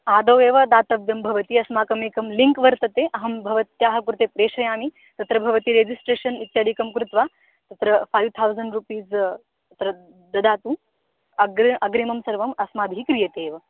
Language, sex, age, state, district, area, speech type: Sanskrit, female, 18-30, Maharashtra, Beed, rural, conversation